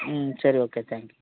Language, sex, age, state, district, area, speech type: Tamil, male, 18-30, Tamil Nadu, Dharmapuri, rural, conversation